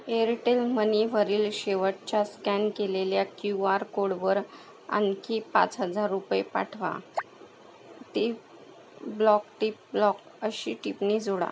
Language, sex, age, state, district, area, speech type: Marathi, female, 18-30, Maharashtra, Akola, rural, read